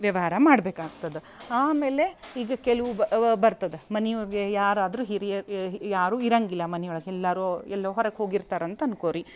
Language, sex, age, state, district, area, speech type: Kannada, female, 30-45, Karnataka, Dharwad, rural, spontaneous